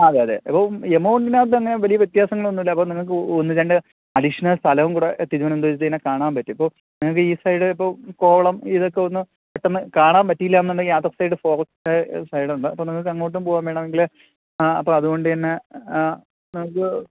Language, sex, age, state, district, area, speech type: Malayalam, male, 30-45, Kerala, Thiruvananthapuram, urban, conversation